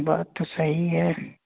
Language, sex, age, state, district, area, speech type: Hindi, male, 18-30, Uttar Pradesh, Azamgarh, rural, conversation